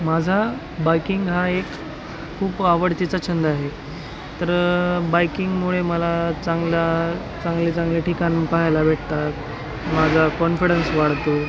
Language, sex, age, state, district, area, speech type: Marathi, male, 18-30, Maharashtra, Nanded, rural, spontaneous